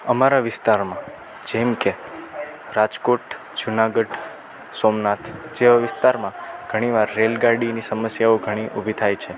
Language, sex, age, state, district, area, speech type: Gujarati, male, 18-30, Gujarat, Rajkot, rural, spontaneous